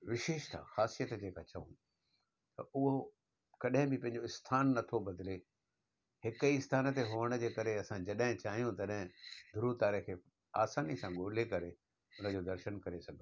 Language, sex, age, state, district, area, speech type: Sindhi, male, 60+, Gujarat, Surat, urban, spontaneous